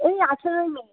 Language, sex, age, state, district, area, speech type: Bengali, female, 18-30, West Bengal, Paschim Medinipur, rural, conversation